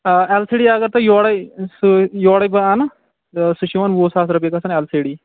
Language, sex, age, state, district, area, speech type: Kashmiri, male, 45-60, Jammu and Kashmir, Kulgam, rural, conversation